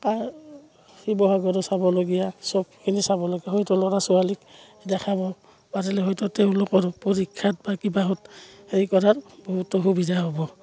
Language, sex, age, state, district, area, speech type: Assamese, female, 45-60, Assam, Udalguri, rural, spontaneous